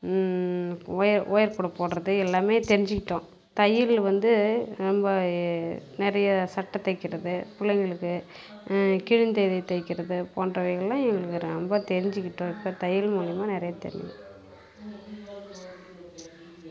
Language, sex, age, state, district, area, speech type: Tamil, female, 45-60, Tamil Nadu, Kallakurichi, rural, spontaneous